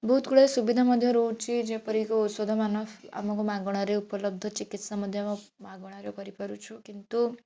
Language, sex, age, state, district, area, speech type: Odia, female, 18-30, Odisha, Bhadrak, rural, spontaneous